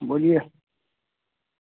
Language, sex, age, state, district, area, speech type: Urdu, male, 45-60, Delhi, New Delhi, urban, conversation